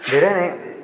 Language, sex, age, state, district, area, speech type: Nepali, male, 18-30, West Bengal, Darjeeling, rural, spontaneous